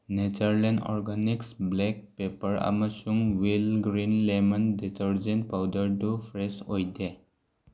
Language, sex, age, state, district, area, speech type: Manipuri, male, 18-30, Manipur, Tengnoupal, rural, read